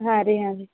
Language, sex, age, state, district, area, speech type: Kannada, female, 18-30, Karnataka, Bidar, urban, conversation